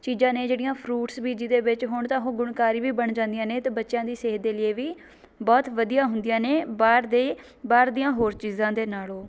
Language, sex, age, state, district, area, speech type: Punjabi, female, 18-30, Punjab, Shaheed Bhagat Singh Nagar, rural, spontaneous